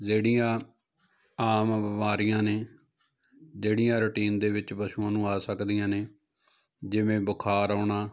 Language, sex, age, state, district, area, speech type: Punjabi, male, 30-45, Punjab, Jalandhar, urban, spontaneous